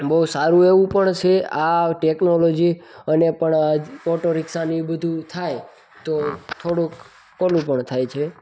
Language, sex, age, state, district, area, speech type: Gujarati, male, 18-30, Gujarat, Surat, rural, spontaneous